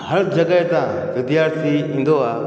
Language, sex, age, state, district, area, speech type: Sindhi, male, 45-60, Gujarat, Junagadh, urban, spontaneous